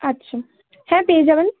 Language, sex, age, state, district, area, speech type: Bengali, female, 18-30, West Bengal, Bankura, urban, conversation